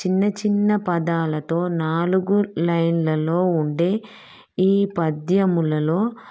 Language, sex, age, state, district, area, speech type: Telugu, female, 30-45, Telangana, Peddapalli, rural, spontaneous